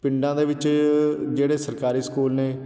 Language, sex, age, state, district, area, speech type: Punjabi, male, 30-45, Punjab, Patiala, urban, spontaneous